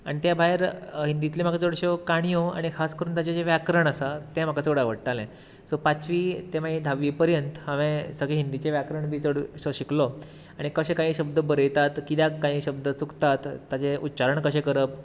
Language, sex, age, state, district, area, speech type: Goan Konkani, male, 18-30, Goa, Tiswadi, rural, spontaneous